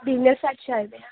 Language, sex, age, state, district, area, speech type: Dogri, female, 18-30, Jammu and Kashmir, Kathua, rural, conversation